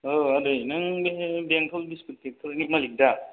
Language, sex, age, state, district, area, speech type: Bodo, male, 45-60, Assam, Chirang, rural, conversation